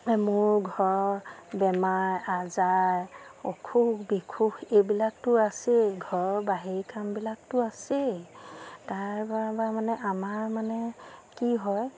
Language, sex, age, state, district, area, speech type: Assamese, female, 45-60, Assam, Sivasagar, rural, spontaneous